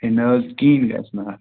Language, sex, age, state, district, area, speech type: Kashmiri, male, 18-30, Jammu and Kashmir, Ganderbal, rural, conversation